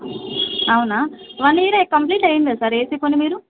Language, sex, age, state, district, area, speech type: Telugu, female, 18-30, Andhra Pradesh, Nellore, rural, conversation